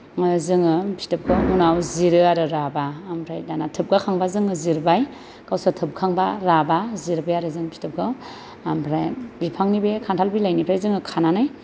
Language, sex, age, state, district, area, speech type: Bodo, female, 30-45, Assam, Kokrajhar, rural, spontaneous